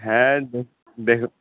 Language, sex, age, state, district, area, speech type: Bengali, male, 18-30, West Bengal, Uttar Dinajpur, rural, conversation